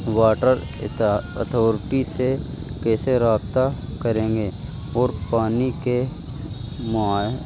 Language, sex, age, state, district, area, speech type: Urdu, male, 18-30, Uttar Pradesh, Muzaffarnagar, urban, spontaneous